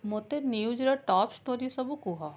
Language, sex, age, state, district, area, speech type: Odia, female, 45-60, Odisha, Cuttack, urban, read